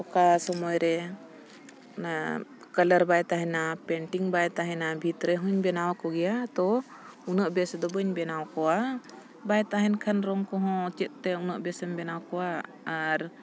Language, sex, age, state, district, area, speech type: Santali, female, 30-45, Jharkhand, Bokaro, rural, spontaneous